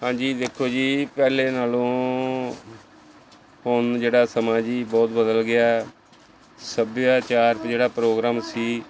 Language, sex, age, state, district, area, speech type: Punjabi, male, 60+, Punjab, Pathankot, urban, spontaneous